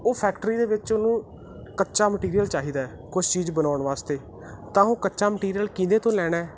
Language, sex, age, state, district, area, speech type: Punjabi, male, 18-30, Punjab, Muktsar, urban, spontaneous